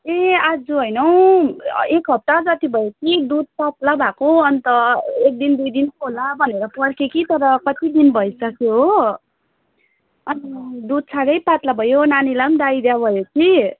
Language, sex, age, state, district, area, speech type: Nepali, female, 18-30, West Bengal, Darjeeling, rural, conversation